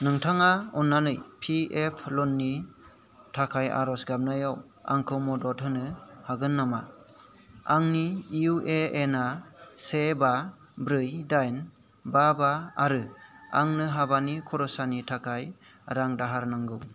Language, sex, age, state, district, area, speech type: Bodo, male, 30-45, Assam, Kokrajhar, rural, read